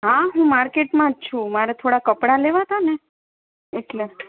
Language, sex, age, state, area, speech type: Gujarati, female, 30-45, Gujarat, urban, conversation